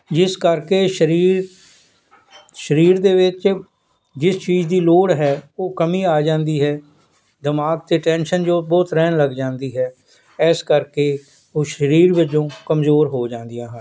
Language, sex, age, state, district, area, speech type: Punjabi, male, 60+, Punjab, Fazilka, rural, spontaneous